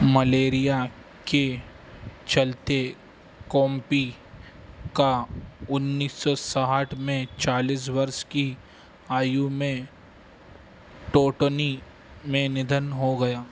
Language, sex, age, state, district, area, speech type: Hindi, male, 30-45, Madhya Pradesh, Harda, urban, read